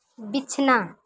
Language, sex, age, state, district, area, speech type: Santali, female, 30-45, Jharkhand, Seraikela Kharsawan, rural, read